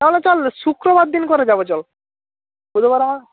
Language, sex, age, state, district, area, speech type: Bengali, male, 30-45, West Bengal, Hooghly, rural, conversation